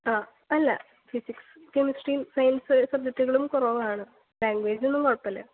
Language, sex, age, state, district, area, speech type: Malayalam, female, 18-30, Kerala, Thrissur, rural, conversation